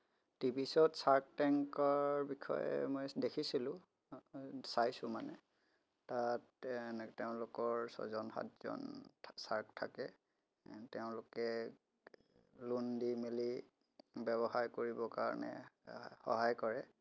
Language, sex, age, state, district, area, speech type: Assamese, male, 30-45, Assam, Biswanath, rural, spontaneous